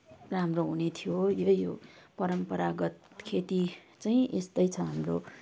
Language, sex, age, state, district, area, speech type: Nepali, female, 30-45, West Bengal, Kalimpong, rural, spontaneous